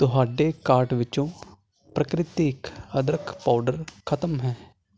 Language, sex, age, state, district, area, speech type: Punjabi, male, 18-30, Punjab, Hoshiarpur, urban, read